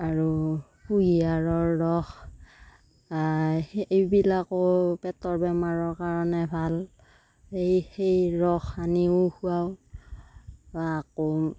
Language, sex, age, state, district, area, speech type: Assamese, female, 30-45, Assam, Darrang, rural, spontaneous